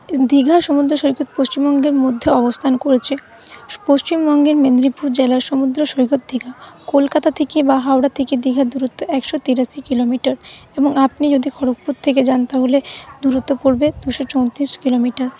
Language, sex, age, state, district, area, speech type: Bengali, female, 30-45, West Bengal, Paschim Bardhaman, urban, spontaneous